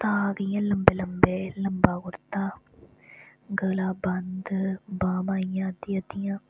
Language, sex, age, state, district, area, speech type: Dogri, female, 18-30, Jammu and Kashmir, Udhampur, rural, spontaneous